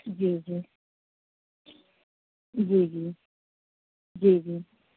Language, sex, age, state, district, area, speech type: Urdu, female, 18-30, Uttar Pradesh, Aligarh, urban, conversation